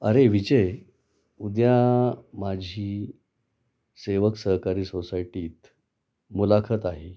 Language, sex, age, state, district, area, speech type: Marathi, male, 45-60, Maharashtra, Nashik, urban, spontaneous